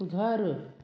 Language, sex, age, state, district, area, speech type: Sindhi, female, 30-45, Delhi, South Delhi, urban, read